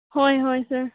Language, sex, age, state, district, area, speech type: Manipuri, female, 18-30, Manipur, Senapati, rural, conversation